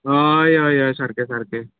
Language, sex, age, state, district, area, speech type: Goan Konkani, male, 18-30, Goa, Canacona, rural, conversation